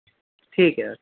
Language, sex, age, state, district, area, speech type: Urdu, male, 18-30, Delhi, Central Delhi, urban, conversation